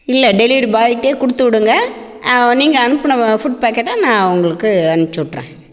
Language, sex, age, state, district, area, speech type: Tamil, female, 60+, Tamil Nadu, Namakkal, rural, spontaneous